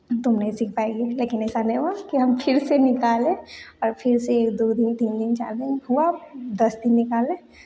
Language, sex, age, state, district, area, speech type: Hindi, female, 18-30, Bihar, Begusarai, rural, spontaneous